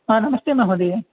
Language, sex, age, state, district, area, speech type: Sanskrit, male, 18-30, Tamil Nadu, Chennai, urban, conversation